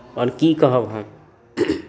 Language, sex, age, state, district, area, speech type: Maithili, male, 18-30, Bihar, Saharsa, rural, spontaneous